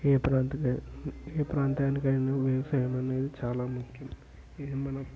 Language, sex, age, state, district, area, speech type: Telugu, male, 18-30, Telangana, Nirmal, rural, spontaneous